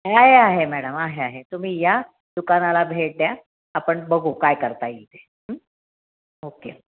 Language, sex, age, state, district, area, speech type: Marathi, female, 60+, Maharashtra, Nashik, urban, conversation